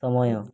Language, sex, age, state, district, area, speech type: Odia, male, 18-30, Odisha, Mayurbhanj, rural, read